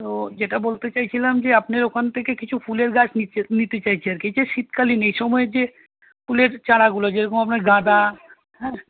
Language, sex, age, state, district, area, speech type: Bengali, male, 45-60, West Bengal, Malda, rural, conversation